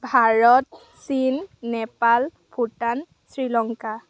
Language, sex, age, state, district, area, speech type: Assamese, female, 18-30, Assam, Kamrup Metropolitan, rural, spontaneous